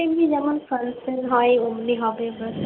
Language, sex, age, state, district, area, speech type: Bengali, female, 18-30, West Bengal, Paschim Bardhaman, urban, conversation